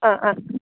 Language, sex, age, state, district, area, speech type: Malayalam, female, 30-45, Kerala, Idukki, rural, conversation